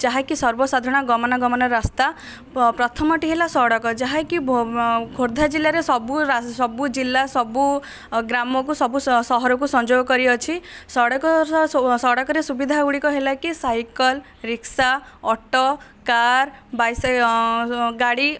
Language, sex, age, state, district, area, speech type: Odia, female, 18-30, Odisha, Khordha, rural, spontaneous